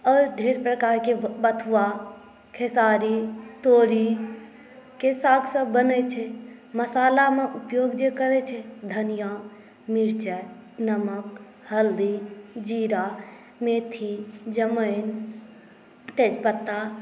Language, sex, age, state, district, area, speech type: Maithili, female, 18-30, Bihar, Saharsa, urban, spontaneous